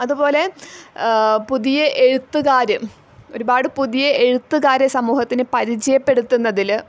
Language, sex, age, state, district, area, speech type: Malayalam, female, 18-30, Kerala, Malappuram, rural, spontaneous